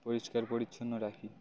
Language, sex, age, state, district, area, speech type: Bengali, male, 18-30, West Bengal, Uttar Dinajpur, urban, spontaneous